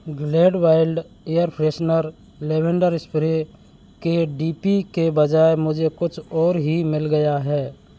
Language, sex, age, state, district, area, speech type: Hindi, male, 30-45, Rajasthan, Karauli, rural, read